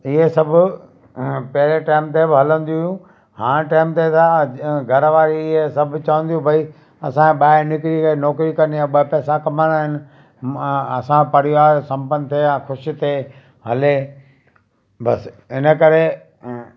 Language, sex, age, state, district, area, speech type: Sindhi, male, 45-60, Gujarat, Kutch, urban, spontaneous